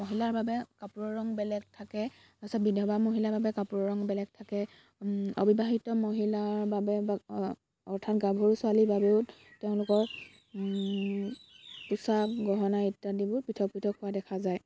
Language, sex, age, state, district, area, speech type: Assamese, female, 18-30, Assam, Dibrugarh, rural, spontaneous